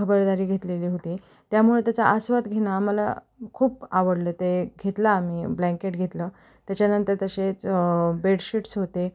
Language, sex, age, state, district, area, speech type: Marathi, female, 30-45, Maharashtra, Ahmednagar, urban, spontaneous